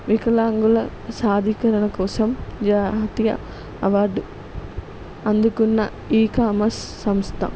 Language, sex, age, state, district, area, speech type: Telugu, female, 18-30, Telangana, Peddapalli, rural, spontaneous